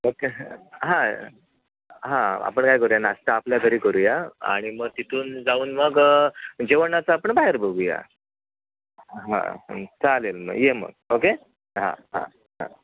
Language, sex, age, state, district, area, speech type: Marathi, male, 30-45, Maharashtra, Sindhudurg, rural, conversation